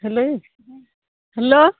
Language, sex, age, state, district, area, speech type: Santali, female, 45-60, West Bengal, Purba Bardhaman, rural, conversation